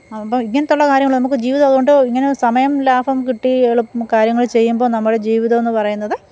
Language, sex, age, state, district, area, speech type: Malayalam, female, 45-60, Kerala, Pathanamthitta, rural, spontaneous